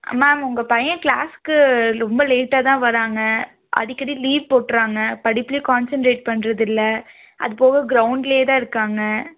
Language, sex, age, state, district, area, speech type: Tamil, female, 18-30, Tamil Nadu, Tiruppur, rural, conversation